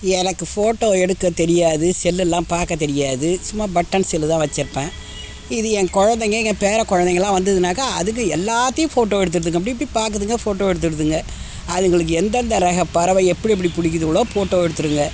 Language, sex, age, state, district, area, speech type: Tamil, female, 60+, Tamil Nadu, Tiruvannamalai, rural, spontaneous